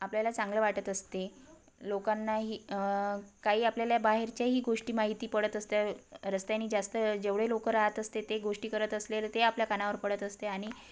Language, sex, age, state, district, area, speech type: Marathi, female, 30-45, Maharashtra, Wardha, rural, spontaneous